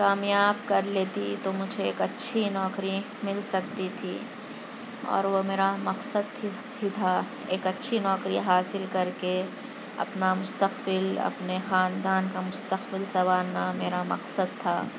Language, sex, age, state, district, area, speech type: Urdu, female, 30-45, Telangana, Hyderabad, urban, spontaneous